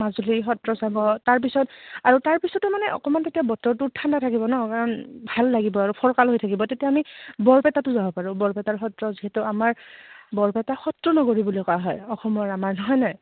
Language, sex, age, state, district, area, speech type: Assamese, female, 30-45, Assam, Goalpara, urban, conversation